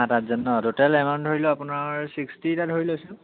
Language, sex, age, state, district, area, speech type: Assamese, male, 18-30, Assam, Sivasagar, urban, conversation